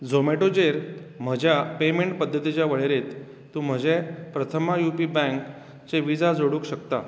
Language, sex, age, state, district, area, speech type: Goan Konkani, male, 45-60, Goa, Bardez, rural, read